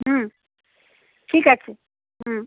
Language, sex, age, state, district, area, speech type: Bengali, female, 60+, West Bengal, Birbhum, urban, conversation